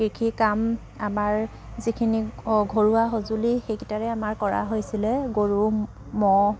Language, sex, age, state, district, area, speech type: Assamese, female, 45-60, Assam, Dibrugarh, rural, spontaneous